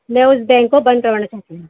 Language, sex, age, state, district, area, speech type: Urdu, female, 18-30, Delhi, East Delhi, urban, conversation